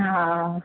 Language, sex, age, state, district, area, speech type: Sindhi, female, 60+, Gujarat, Surat, urban, conversation